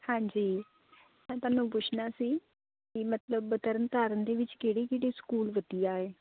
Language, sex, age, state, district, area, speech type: Punjabi, female, 18-30, Punjab, Tarn Taran, rural, conversation